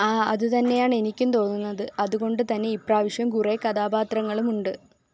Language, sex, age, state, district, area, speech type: Malayalam, female, 18-30, Kerala, Kollam, rural, read